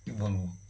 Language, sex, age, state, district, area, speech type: Bengali, male, 45-60, West Bengal, Birbhum, urban, spontaneous